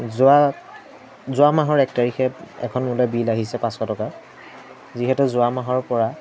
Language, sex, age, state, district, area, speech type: Assamese, male, 18-30, Assam, Majuli, urban, spontaneous